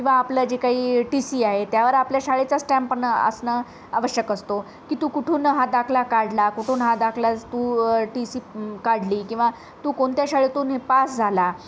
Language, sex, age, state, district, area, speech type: Marathi, female, 30-45, Maharashtra, Nanded, urban, spontaneous